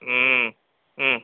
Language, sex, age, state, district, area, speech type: Tamil, male, 60+, Tamil Nadu, Pudukkottai, rural, conversation